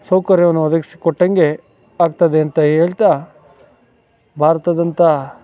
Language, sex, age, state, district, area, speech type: Kannada, male, 45-60, Karnataka, Chikkamagaluru, rural, spontaneous